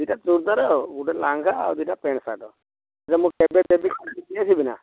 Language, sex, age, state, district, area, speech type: Odia, male, 45-60, Odisha, Balasore, rural, conversation